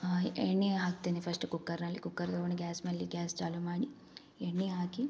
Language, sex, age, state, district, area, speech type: Kannada, female, 18-30, Karnataka, Gulbarga, urban, spontaneous